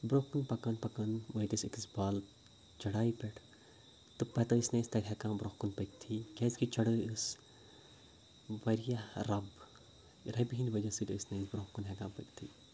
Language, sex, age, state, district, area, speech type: Kashmiri, male, 18-30, Jammu and Kashmir, Ganderbal, rural, spontaneous